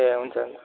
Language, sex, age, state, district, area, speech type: Nepali, male, 18-30, West Bengal, Alipurduar, urban, conversation